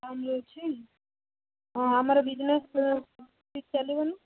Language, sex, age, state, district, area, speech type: Odia, female, 18-30, Odisha, Subarnapur, urban, conversation